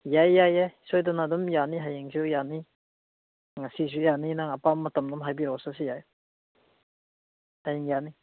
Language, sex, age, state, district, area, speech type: Manipuri, male, 45-60, Manipur, Churachandpur, rural, conversation